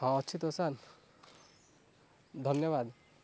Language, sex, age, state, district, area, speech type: Odia, male, 18-30, Odisha, Rayagada, rural, spontaneous